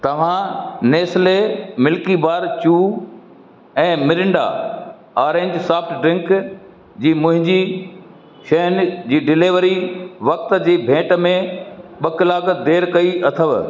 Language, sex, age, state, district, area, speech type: Sindhi, male, 60+, Madhya Pradesh, Katni, urban, read